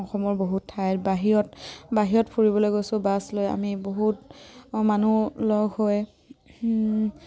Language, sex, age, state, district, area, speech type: Assamese, female, 18-30, Assam, Dibrugarh, rural, spontaneous